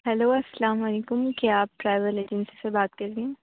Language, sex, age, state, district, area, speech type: Urdu, female, 30-45, Uttar Pradesh, Aligarh, urban, conversation